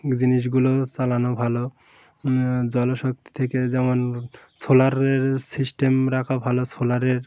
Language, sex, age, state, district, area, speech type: Bengali, male, 18-30, West Bengal, Uttar Dinajpur, urban, spontaneous